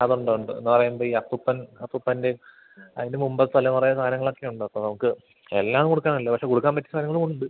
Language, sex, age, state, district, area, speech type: Malayalam, male, 18-30, Kerala, Idukki, rural, conversation